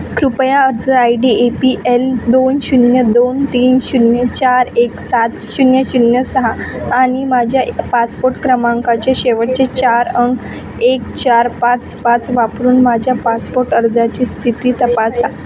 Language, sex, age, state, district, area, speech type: Marathi, female, 18-30, Maharashtra, Wardha, rural, read